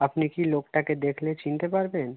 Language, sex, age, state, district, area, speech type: Bengali, male, 18-30, West Bengal, South 24 Parganas, rural, conversation